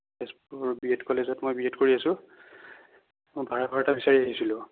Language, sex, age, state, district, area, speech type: Assamese, female, 18-30, Assam, Sonitpur, rural, conversation